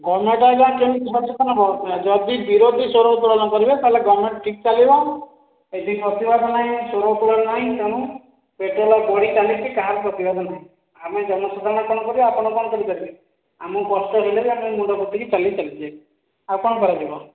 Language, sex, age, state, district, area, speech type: Odia, male, 45-60, Odisha, Khordha, rural, conversation